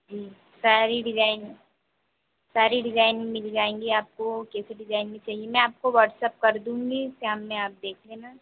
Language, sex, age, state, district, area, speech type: Hindi, female, 18-30, Madhya Pradesh, Harda, urban, conversation